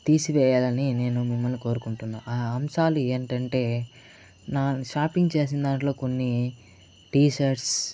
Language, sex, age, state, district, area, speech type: Telugu, male, 45-60, Andhra Pradesh, Chittoor, urban, spontaneous